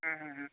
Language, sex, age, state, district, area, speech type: Bengali, male, 30-45, West Bengal, Hooghly, urban, conversation